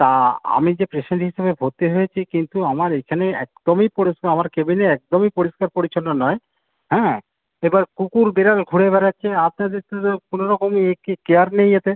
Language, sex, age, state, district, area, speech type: Bengali, male, 45-60, West Bengal, Howrah, urban, conversation